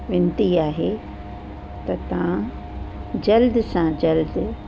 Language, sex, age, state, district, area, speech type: Sindhi, female, 60+, Uttar Pradesh, Lucknow, rural, spontaneous